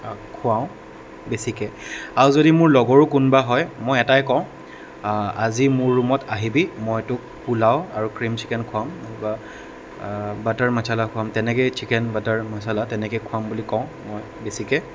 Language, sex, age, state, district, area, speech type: Assamese, male, 18-30, Assam, Darrang, rural, spontaneous